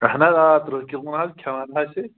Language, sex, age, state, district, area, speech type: Kashmiri, male, 30-45, Jammu and Kashmir, Pulwama, rural, conversation